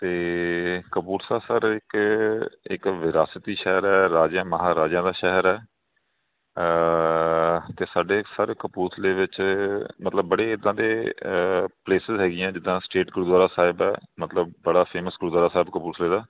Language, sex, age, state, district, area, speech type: Punjabi, male, 30-45, Punjab, Kapurthala, urban, conversation